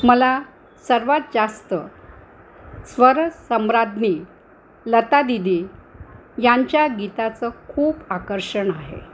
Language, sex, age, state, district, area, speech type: Marathi, female, 60+, Maharashtra, Nanded, urban, spontaneous